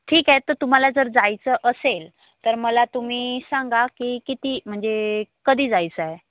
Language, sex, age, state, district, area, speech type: Marathi, female, 30-45, Maharashtra, Wardha, rural, conversation